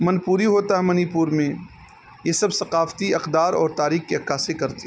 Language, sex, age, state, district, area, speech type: Urdu, male, 30-45, Uttar Pradesh, Balrampur, rural, spontaneous